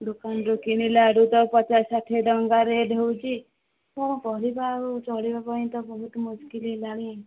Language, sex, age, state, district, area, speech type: Odia, female, 30-45, Odisha, Sundergarh, urban, conversation